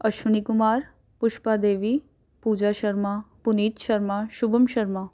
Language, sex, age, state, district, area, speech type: Punjabi, female, 18-30, Punjab, Rupnagar, urban, spontaneous